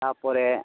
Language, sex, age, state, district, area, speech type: Santali, male, 30-45, West Bengal, Bankura, rural, conversation